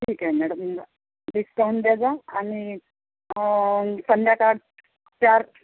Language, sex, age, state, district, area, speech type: Marathi, female, 45-60, Maharashtra, Akola, rural, conversation